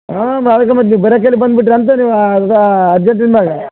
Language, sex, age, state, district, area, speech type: Kannada, male, 45-60, Karnataka, Bellary, rural, conversation